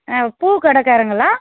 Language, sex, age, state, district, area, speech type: Tamil, female, 30-45, Tamil Nadu, Tirupattur, rural, conversation